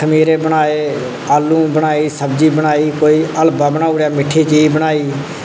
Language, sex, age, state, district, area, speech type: Dogri, male, 30-45, Jammu and Kashmir, Reasi, rural, spontaneous